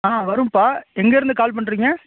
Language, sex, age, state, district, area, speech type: Tamil, male, 30-45, Tamil Nadu, Ariyalur, rural, conversation